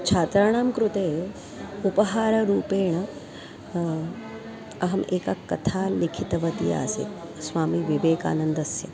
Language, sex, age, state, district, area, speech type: Sanskrit, female, 45-60, Maharashtra, Nagpur, urban, spontaneous